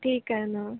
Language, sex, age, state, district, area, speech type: Marathi, female, 18-30, Maharashtra, Nagpur, urban, conversation